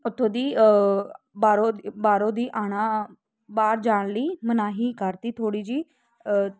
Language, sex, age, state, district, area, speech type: Punjabi, female, 18-30, Punjab, Ludhiana, urban, spontaneous